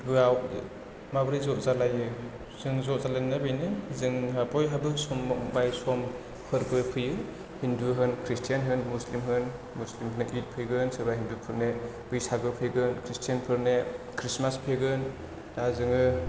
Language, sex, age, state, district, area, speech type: Bodo, male, 30-45, Assam, Chirang, rural, spontaneous